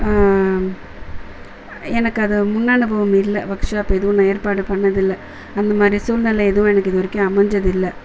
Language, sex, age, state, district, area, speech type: Tamil, female, 30-45, Tamil Nadu, Chennai, urban, spontaneous